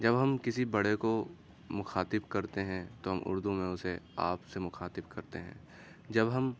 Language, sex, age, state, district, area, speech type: Urdu, male, 30-45, Uttar Pradesh, Aligarh, urban, spontaneous